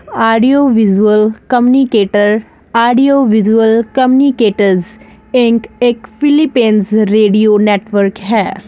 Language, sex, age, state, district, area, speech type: Punjabi, female, 30-45, Punjab, Ludhiana, urban, read